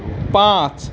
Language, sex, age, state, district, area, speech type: Kashmiri, male, 30-45, Jammu and Kashmir, Baramulla, urban, read